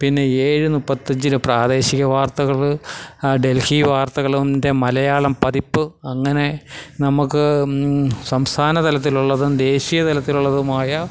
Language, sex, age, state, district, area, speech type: Malayalam, male, 45-60, Kerala, Kottayam, urban, spontaneous